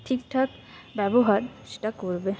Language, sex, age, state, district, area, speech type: Bengali, female, 18-30, West Bengal, Jalpaiguri, rural, spontaneous